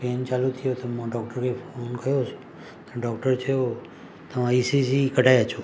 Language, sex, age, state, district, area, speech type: Sindhi, male, 45-60, Maharashtra, Mumbai Suburban, urban, spontaneous